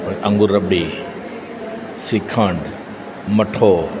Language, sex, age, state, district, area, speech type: Gujarati, male, 45-60, Gujarat, Valsad, rural, spontaneous